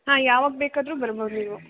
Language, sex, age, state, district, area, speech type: Kannada, female, 30-45, Karnataka, Kolar, rural, conversation